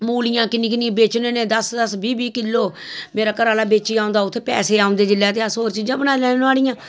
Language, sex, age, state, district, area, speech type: Dogri, female, 45-60, Jammu and Kashmir, Samba, rural, spontaneous